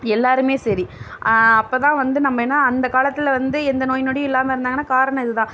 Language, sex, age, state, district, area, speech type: Tamil, female, 30-45, Tamil Nadu, Mayiladuthurai, rural, spontaneous